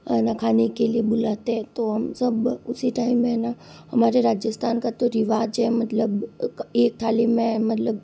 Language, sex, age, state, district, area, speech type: Hindi, female, 60+, Rajasthan, Jodhpur, urban, spontaneous